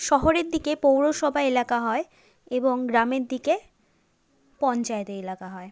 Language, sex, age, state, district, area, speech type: Bengali, female, 30-45, West Bengal, South 24 Parganas, rural, spontaneous